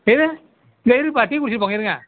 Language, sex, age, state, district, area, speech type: Tamil, male, 60+, Tamil Nadu, Nagapattinam, rural, conversation